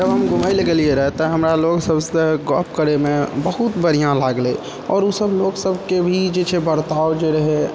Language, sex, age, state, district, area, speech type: Maithili, male, 30-45, Bihar, Purnia, rural, spontaneous